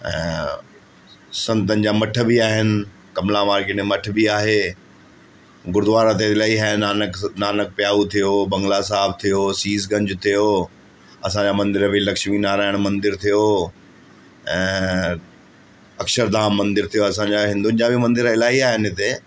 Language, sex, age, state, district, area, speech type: Sindhi, male, 45-60, Delhi, South Delhi, urban, spontaneous